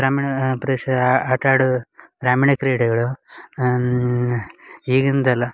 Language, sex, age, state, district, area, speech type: Kannada, male, 18-30, Karnataka, Uttara Kannada, rural, spontaneous